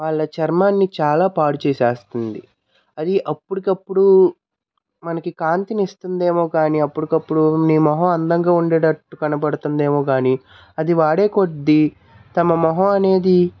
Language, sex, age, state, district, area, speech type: Telugu, male, 45-60, Andhra Pradesh, Krishna, urban, spontaneous